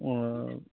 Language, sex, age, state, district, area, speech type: Bodo, male, 30-45, Assam, Chirang, rural, conversation